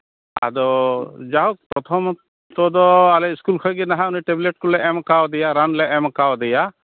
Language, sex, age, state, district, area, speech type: Santali, male, 60+, West Bengal, Malda, rural, conversation